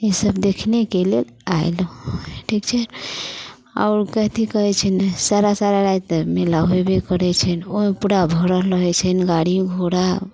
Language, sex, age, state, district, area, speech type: Maithili, female, 45-60, Bihar, Muzaffarpur, rural, spontaneous